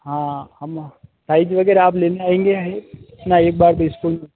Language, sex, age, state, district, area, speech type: Hindi, male, 18-30, Rajasthan, Jodhpur, urban, conversation